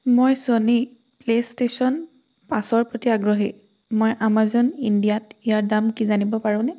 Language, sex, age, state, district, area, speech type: Assamese, female, 18-30, Assam, Majuli, urban, read